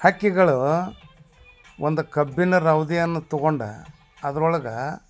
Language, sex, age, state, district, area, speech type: Kannada, male, 60+, Karnataka, Bagalkot, rural, spontaneous